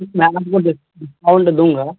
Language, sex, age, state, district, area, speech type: Urdu, male, 18-30, Bihar, Purnia, rural, conversation